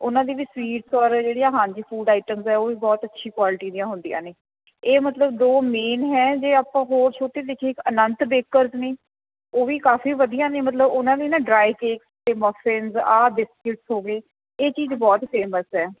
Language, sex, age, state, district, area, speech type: Punjabi, female, 30-45, Punjab, Fatehgarh Sahib, urban, conversation